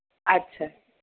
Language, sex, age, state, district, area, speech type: Sindhi, female, 45-60, Gujarat, Surat, urban, conversation